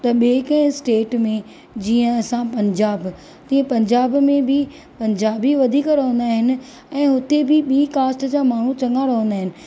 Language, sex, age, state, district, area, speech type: Sindhi, female, 30-45, Maharashtra, Thane, urban, spontaneous